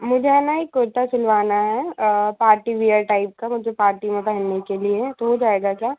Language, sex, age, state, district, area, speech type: Hindi, female, 18-30, Madhya Pradesh, Bhopal, urban, conversation